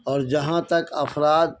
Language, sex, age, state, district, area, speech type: Urdu, male, 45-60, Bihar, Araria, rural, spontaneous